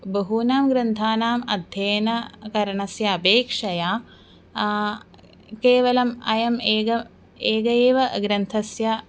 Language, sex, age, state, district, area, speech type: Sanskrit, female, 18-30, Kerala, Thiruvananthapuram, urban, spontaneous